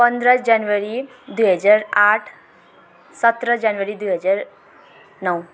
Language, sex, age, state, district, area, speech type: Nepali, female, 30-45, West Bengal, Jalpaiguri, urban, spontaneous